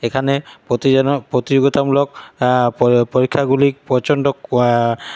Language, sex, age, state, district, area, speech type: Bengali, male, 30-45, West Bengal, Paschim Bardhaman, urban, spontaneous